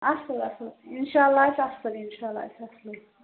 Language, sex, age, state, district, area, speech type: Kashmiri, female, 30-45, Jammu and Kashmir, Pulwama, urban, conversation